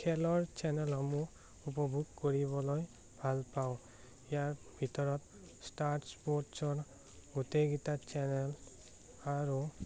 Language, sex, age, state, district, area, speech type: Assamese, male, 18-30, Assam, Morigaon, rural, spontaneous